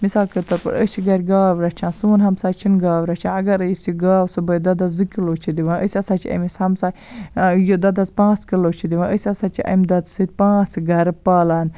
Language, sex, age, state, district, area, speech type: Kashmiri, female, 18-30, Jammu and Kashmir, Baramulla, rural, spontaneous